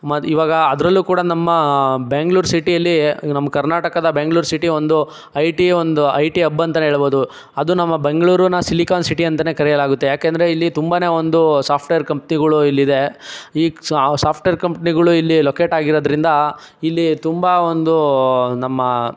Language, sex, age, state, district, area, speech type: Kannada, male, 18-30, Karnataka, Chikkaballapur, urban, spontaneous